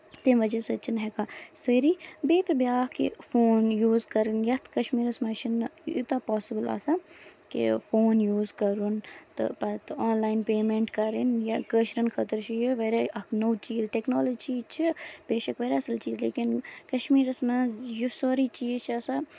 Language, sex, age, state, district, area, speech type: Kashmiri, female, 18-30, Jammu and Kashmir, Baramulla, rural, spontaneous